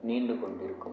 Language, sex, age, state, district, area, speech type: Tamil, male, 45-60, Tamil Nadu, Namakkal, rural, spontaneous